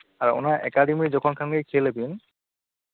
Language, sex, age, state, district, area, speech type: Santali, male, 18-30, West Bengal, Bankura, rural, conversation